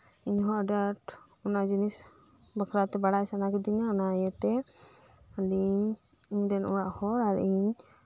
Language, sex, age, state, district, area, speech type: Santali, female, 30-45, West Bengal, Birbhum, rural, spontaneous